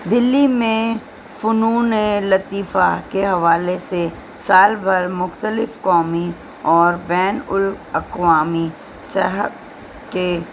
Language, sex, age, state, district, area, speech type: Urdu, female, 60+, Delhi, North East Delhi, urban, spontaneous